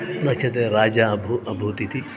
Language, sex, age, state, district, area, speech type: Sanskrit, male, 30-45, Karnataka, Dakshina Kannada, urban, spontaneous